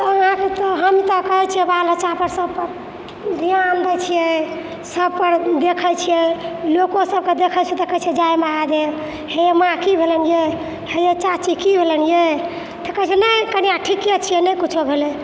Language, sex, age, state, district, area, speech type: Maithili, female, 60+, Bihar, Purnia, urban, spontaneous